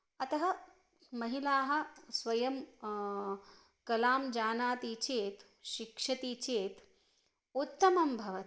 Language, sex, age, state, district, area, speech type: Sanskrit, female, 30-45, Karnataka, Shimoga, rural, spontaneous